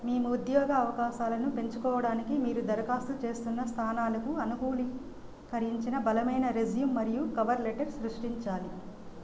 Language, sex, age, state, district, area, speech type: Telugu, female, 30-45, Andhra Pradesh, Sri Balaji, rural, read